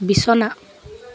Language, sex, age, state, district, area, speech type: Assamese, female, 18-30, Assam, Dibrugarh, rural, read